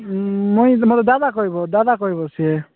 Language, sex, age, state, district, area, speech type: Odia, male, 45-60, Odisha, Nabarangpur, rural, conversation